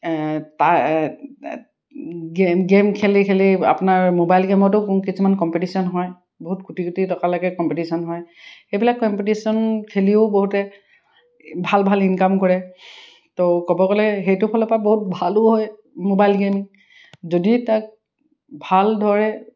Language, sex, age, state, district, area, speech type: Assamese, female, 30-45, Assam, Dibrugarh, urban, spontaneous